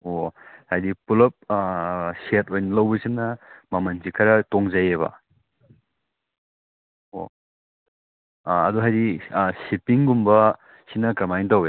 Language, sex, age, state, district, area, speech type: Manipuri, male, 18-30, Manipur, Kakching, rural, conversation